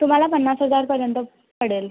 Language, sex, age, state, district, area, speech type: Marathi, female, 18-30, Maharashtra, Nagpur, urban, conversation